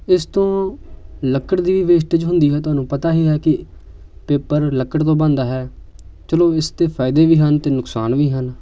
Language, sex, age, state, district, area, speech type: Punjabi, male, 18-30, Punjab, Amritsar, urban, spontaneous